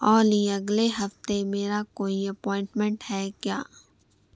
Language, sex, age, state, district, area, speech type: Urdu, female, 18-30, Telangana, Hyderabad, urban, read